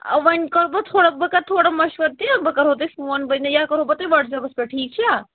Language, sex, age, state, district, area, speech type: Kashmiri, female, 30-45, Jammu and Kashmir, Pulwama, rural, conversation